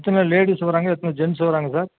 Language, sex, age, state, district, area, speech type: Tamil, male, 60+, Tamil Nadu, Nilgiris, rural, conversation